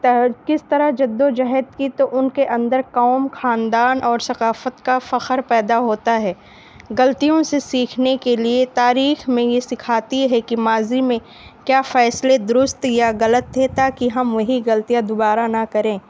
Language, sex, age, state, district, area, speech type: Urdu, female, 18-30, Uttar Pradesh, Balrampur, rural, spontaneous